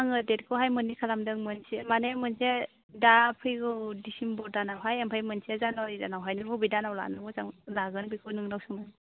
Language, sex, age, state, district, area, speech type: Bodo, female, 45-60, Assam, Chirang, urban, conversation